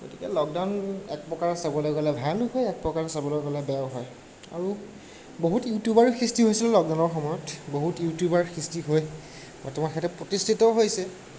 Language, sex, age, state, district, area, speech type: Assamese, male, 45-60, Assam, Morigaon, rural, spontaneous